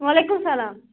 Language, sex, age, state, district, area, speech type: Kashmiri, female, 30-45, Jammu and Kashmir, Baramulla, rural, conversation